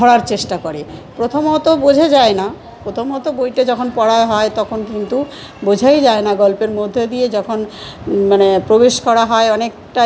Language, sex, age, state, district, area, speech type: Bengali, female, 45-60, West Bengal, South 24 Parganas, urban, spontaneous